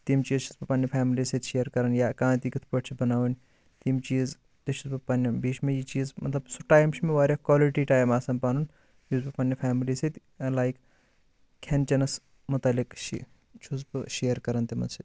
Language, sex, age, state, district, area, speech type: Kashmiri, male, 18-30, Jammu and Kashmir, Bandipora, rural, spontaneous